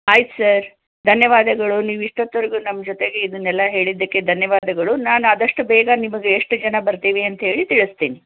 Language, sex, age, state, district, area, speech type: Kannada, female, 45-60, Karnataka, Chikkaballapur, rural, conversation